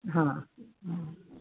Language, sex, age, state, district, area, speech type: Sanskrit, female, 60+, Karnataka, Mysore, urban, conversation